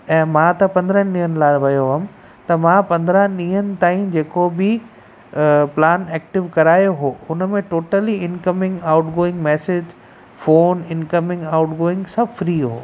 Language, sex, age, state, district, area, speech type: Sindhi, male, 30-45, Gujarat, Kutch, rural, spontaneous